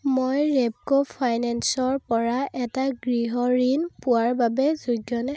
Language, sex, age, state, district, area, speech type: Assamese, female, 18-30, Assam, Biswanath, rural, read